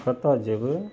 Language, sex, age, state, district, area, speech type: Maithili, male, 60+, Bihar, Madhubani, rural, spontaneous